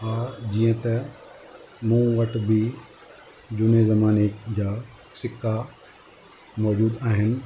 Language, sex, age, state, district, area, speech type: Sindhi, male, 60+, Maharashtra, Thane, urban, spontaneous